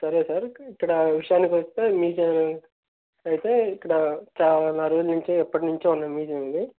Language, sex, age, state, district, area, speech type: Telugu, male, 18-30, Andhra Pradesh, Guntur, urban, conversation